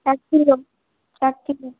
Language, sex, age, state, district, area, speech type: Bengali, female, 45-60, West Bengal, Alipurduar, rural, conversation